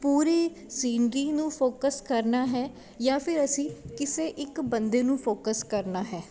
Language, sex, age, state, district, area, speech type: Punjabi, female, 18-30, Punjab, Ludhiana, urban, spontaneous